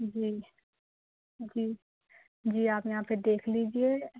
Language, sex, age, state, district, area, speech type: Urdu, female, 18-30, Telangana, Hyderabad, urban, conversation